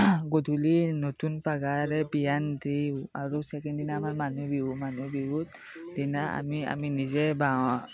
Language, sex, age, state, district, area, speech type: Assamese, male, 30-45, Assam, Darrang, rural, spontaneous